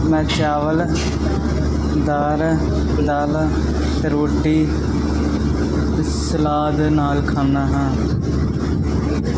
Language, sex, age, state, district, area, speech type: Punjabi, male, 18-30, Punjab, Muktsar, urban, spontaneous